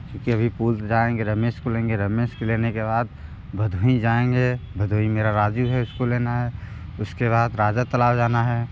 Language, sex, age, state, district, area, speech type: Hindi, male, 18-30, Uttar Pradesh, Mirzapur, rural, spontaneous